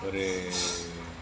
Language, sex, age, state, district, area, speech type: Tamil, male, 60+, Tamil Nadu, Tiruvarur, rural, spontaneous